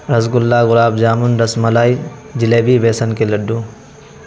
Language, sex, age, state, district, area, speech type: Urdu, male, 18-30, Bihar, Araria, rural, spontaneous